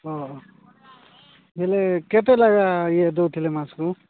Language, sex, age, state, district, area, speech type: Odia, male, 45-60, Odisha, Nabarangpur, rural, conversation